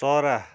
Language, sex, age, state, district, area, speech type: Nepali, male, 30-45, West Bengal, Darjeeling, rural, read